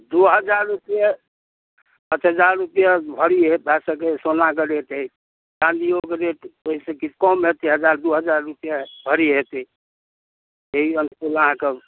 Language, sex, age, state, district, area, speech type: Maithili, male, 60+, Bihar, Darbhanga, rural, conversation